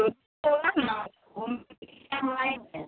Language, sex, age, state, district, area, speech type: Hindi, female, 45-60, Bihar, Begusarai, rural, conversation